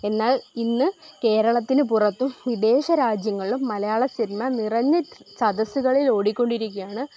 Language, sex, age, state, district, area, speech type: Malayalam, female, 18-30, Kerala, Kollam, rural, spontaneous